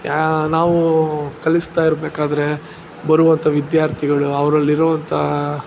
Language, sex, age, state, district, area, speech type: Kannada, male, 45-60, Karnataka, Ramanagara, urban, spontaneous